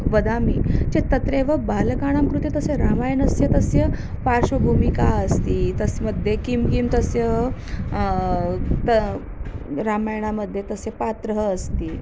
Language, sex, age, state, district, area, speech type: Sanskrit, female, 30-45, Maharashtra, Nagpur, urban, spontaneous